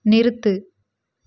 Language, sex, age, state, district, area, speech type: Tamil, female, 18-30, Tamil Nadu, Krishnagiri, rural, read